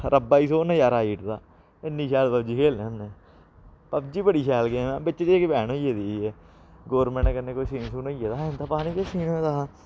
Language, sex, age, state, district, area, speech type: Dogri, male, 18-30, Jammu and Kashmir, Samba, urban, spontaneous